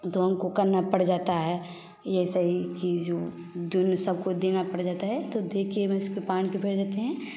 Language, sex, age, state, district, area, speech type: Hindi, female, 18-30, Bihar, Samastipur, urban, spontaneous